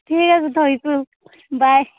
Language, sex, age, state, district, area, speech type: Assamese, female, 30-45, Assam, Charaideo, urban, conversation